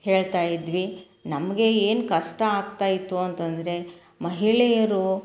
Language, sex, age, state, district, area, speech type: Kannada, female, 45-60, Karnataka, Koppal, rural, spontaneous